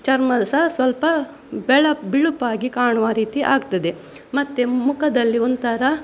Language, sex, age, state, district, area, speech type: Kannada, female, 45-60, Karnataka, Udupi, rural, spontaneous